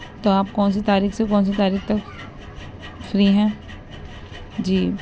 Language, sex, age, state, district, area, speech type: Urdu, female, 18-30, Delhi, East Delhi, urban, spontaneous